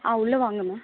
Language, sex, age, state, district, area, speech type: Tamil, female, 30-45, Tamil Nadu, Vellore, urban, conversation